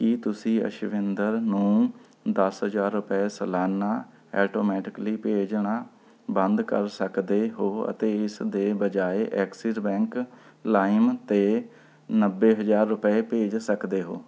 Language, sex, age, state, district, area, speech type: Punjabi, male, 30-45, Punjab, Rupnagar, rural, read